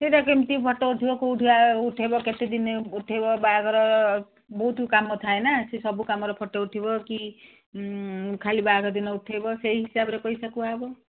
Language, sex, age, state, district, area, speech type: Odia, female, 60+, Odisha, Gajapati, rural, conversation